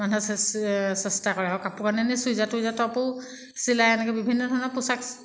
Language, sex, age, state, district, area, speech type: Assamese, female, 30-45, Assam, Jorhat, urban, spontaneous